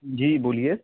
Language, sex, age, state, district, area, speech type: Hindi, male, 18-30, Uttar Pradesh, Chandauli, rural, conversation